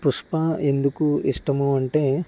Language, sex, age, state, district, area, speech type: Telugu, male, 18-30, Andhra Pradesh, Kakinada, rural, spontaneous